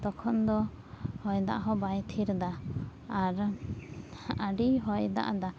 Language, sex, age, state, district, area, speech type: Santali, female, 18-30, West Bengal, Uttar Dinajpur, rural, spontaneous